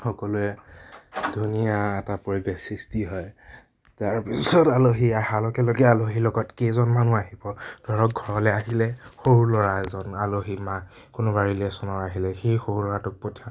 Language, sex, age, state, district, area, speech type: Assamese, male, 30-45, Assam, Nagaon, rural, spontaneous